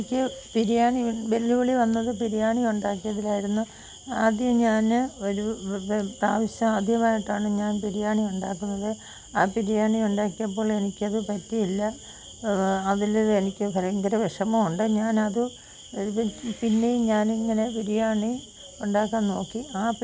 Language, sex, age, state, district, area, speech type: Malayalam, female, 45-60, Kerala, Kollam, rural, spontaneous